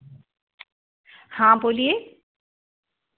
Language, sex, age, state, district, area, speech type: Hindi, female, 30-45, Madhya Pradesh, Betul, urban, conversation